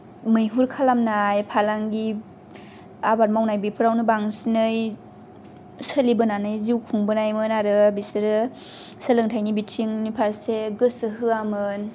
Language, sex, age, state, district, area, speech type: Bodo, female, 18-30, Assam, Kokrajhar, rural, spontaneous